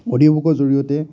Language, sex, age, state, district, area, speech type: Assamese, male, 18-30, Assam, Nagaon, rural, spontaneous